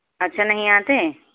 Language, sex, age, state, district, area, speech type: Urdu, female, 18-30, Uttar Pradesh, Balrampur, rural, conversation